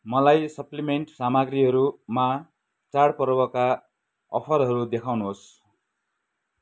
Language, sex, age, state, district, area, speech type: Nepali, male, 60+, West Bengal, Kalimpong, rural, read